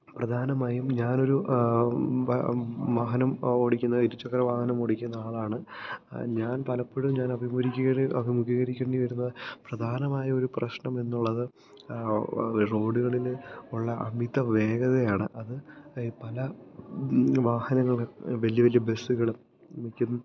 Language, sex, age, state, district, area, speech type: Malayalam, male, 18-30, Kerala, Idukki, rural, spontaneous